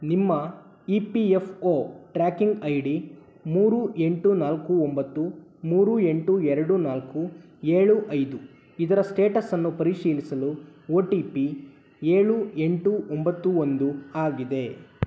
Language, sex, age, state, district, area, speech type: Kannada, male, 18-30, Karnataka, Tumkur, rural, read